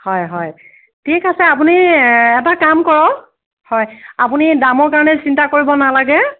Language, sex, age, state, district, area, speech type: Assamese, female, 30-45, Assam, Kamrup Metropolitan, urban, conversation